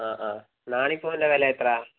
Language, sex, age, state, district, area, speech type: Malayalam, male, 18-30, Kerala, Kollam, rural, conversation